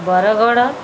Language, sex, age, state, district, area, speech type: Odia, female, 45-60, Odisha, Sundergarh, urban, spontaneous